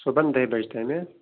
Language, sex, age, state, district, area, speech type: Kashmiri, male, 30-45, Jammu and Kashmir, Baramulla, rural, conversation